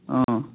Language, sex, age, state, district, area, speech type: Assamese, male, 18-30, Assam, Majuli, urban, conversation